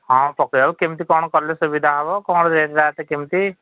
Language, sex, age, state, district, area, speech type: Odia, male, 45-60, Odisha, Sambalpur, rural, conversation